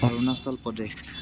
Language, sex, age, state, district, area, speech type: Assamese, male, 18-30, Assam, Kamrup Metropolitan, urban, spontaneous